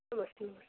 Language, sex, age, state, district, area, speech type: Hindi, female, 18-30, Uttar Pradesh, Jaunpur, urban, conversation